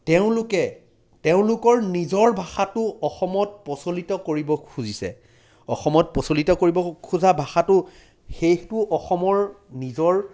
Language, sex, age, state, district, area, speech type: Assamese, male, 30-45, Assam, Jorhat, urban, spontaneous